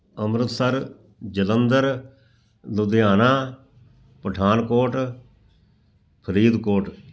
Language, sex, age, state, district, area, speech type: Punjabi, male, 60+, Punjab, Amritsar, urban, spontaneous